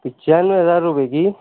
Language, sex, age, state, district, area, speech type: Urdu, male, 60+, Uttar Pradesh, Gautam Buddha Nagar, urban, conversation